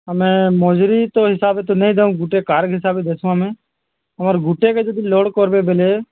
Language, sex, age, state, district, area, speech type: Odia, male, 45-60, Odisha, Nuapada, urban, conversation